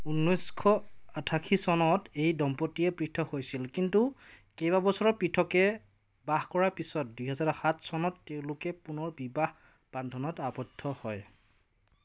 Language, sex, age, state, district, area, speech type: Assamese, male, 30-45, Assam, Dhemaji, rural, read